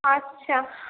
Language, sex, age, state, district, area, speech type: Bengali, female, 30-45, West Bengal, Purulia, urban, conversation